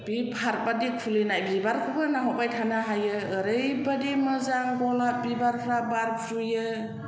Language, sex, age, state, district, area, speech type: Bodo, female, 60+, Assam, Chirang, rural, spontaneous